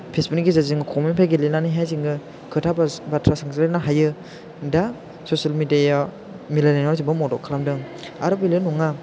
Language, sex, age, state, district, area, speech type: Bodo, male, 18-30, Assam, Chirang, rural, spontaneous